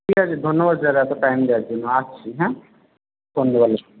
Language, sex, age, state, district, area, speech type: Bengali, male, 60+, West Bengal, Jhargram, rural, conversation